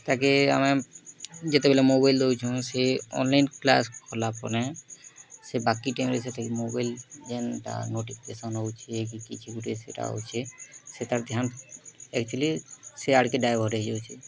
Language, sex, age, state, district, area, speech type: Odia, male, 18-30, Odisha, Bargarh, urban, spontaneous